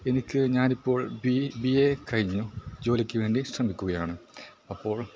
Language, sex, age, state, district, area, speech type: Malayalam, male, 18-30, Kerala, Kasaragod, rural, spontaneous